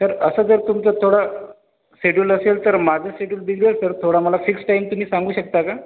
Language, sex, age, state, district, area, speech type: Marathi, male, 30-45, Maharashtra, Washim, rural, conversation